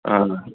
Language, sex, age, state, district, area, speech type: Sindhi, male, 60+, Maharashtra, Thane, urban, conversation